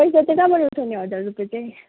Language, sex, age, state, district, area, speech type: Nepali, female, 18-30, West Bengal, Kalimpong, rural, conversation